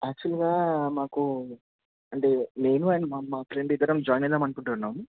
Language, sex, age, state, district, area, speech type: Telugu, male, 18-30, Telangana, Adilabad, urban, conversation